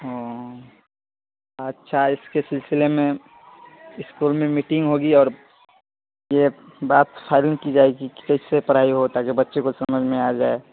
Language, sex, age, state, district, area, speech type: Urdu, male, 18-30, Bihar, Purnia, rural, conversation